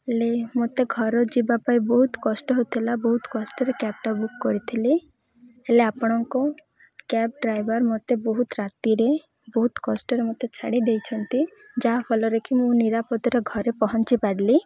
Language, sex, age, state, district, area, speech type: Odia, female, 18-30, Odisha, Malkangiri, urban, spontaneous